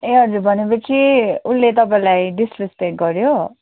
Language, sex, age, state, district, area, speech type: Nepali, female, 18-30, West Bengal, Darjeeling, rural, conversation